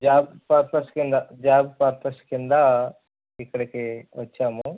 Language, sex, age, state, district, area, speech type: Telugu, male, 30-45, Andhra Pradesh, Sri Balaji, urban, conversation